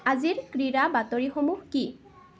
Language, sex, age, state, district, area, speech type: Assamese, female, 18-30, Assam, Nalbari, rural, read